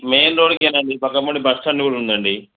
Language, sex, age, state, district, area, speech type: Telugu, male, 30-45, Telangana, Mancherial, rural, conversation